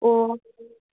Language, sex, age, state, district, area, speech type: Manipuri, female, 18-30, Manipur, Kakching, urban, conversation